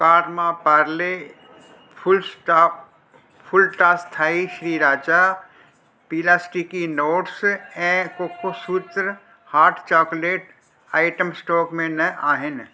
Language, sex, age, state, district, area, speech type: Sindhi, male, 60+, Delhi, South Delhi, urban, read